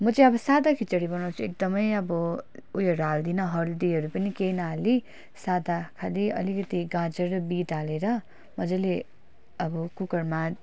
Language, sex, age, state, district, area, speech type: Nepali, female, 18-30, West Bengal, Darjeeling, rural, spontaneous